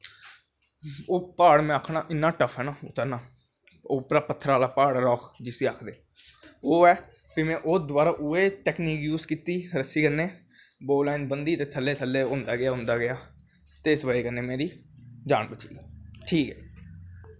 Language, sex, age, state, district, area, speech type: Dogri, male, 18-30, Jammu and Kashmir, Jammu, urban, spontaneous